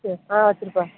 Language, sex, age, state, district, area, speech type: Tamil, female, 45-60, Tamil Nadu, Perambalur, urban, conversation